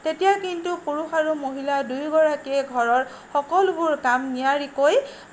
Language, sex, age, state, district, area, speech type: Assamese, female, 60+, Assam, Nagaon, rural, spontaneous